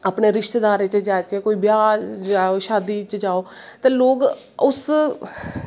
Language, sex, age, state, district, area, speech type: Dogri, female, 30-45, Jammu and Kashmir, Kathua, rural, spontaneous